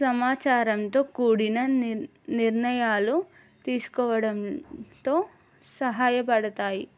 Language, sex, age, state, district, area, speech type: Telugu, female, 18-30, Telangana, Adilabad, urban, spontaneous